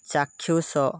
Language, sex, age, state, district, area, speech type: Odia, male, 18-30, Odisha, Rayagada, rural, read